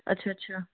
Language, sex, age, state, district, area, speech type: Punjabi, female, 30-45, Punjab, Ludhiana, urban, conversation